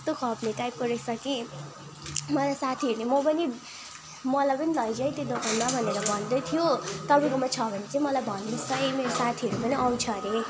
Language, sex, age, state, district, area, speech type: Nepali, female, 18-30, West Bengal, Darjeeling, rural, spontaneous